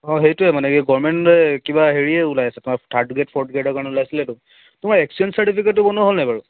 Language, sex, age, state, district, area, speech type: Assamese, male, 30-45, Assam, Charaideo, urban, conversation